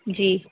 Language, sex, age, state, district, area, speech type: Urdu, female, 30-45, Delhi, East Delhi, urban, conversation